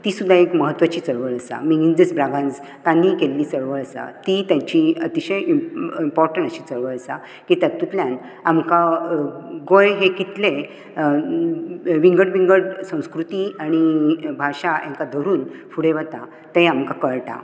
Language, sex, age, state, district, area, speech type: Goan Konkani, female, 60+, Goa, Bardez, urban, spontaneous